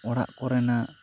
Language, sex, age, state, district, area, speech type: Santali, male, 18-30, West Bengal, Bankura, rural, spontaneous